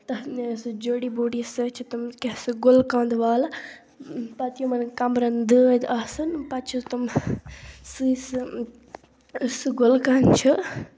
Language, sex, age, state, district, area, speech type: Kashmiri, female, 18-30, Jammu and Kashmir, Kupwara, rural, spontaneous